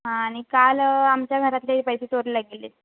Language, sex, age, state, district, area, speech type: Marathi, female, 18-30, Maharashtra, Ratnagiri, rural, conversation